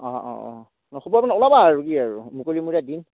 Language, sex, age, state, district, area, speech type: Assamese, male, 30-45, Assam, Darrang, rural, conversation